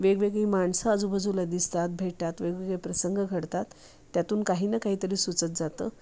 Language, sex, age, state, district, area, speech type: Marathi, female, 45-60, Maharashtra, Sangli, urban, spontaneous